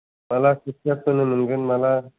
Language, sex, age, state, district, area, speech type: Bodo, male, 18-30, Assam, Kokrajhar, urban, conversation